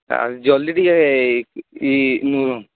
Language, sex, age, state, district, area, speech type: Odia, male, 18-30, Odisha, Balangir, urban, conversation